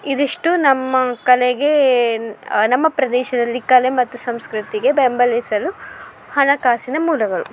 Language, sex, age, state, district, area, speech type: Kannada, female, 30-45, Karnataka, Shimoga, rural, spontaneous